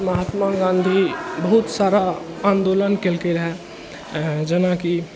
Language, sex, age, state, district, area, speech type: Maithili, male, 45-60, Bihar, Purnia, rural, spontaneous